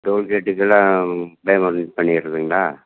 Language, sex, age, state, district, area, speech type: Tamil, male, 60+, Tamil Nadu, Tiruppur, rural, conversation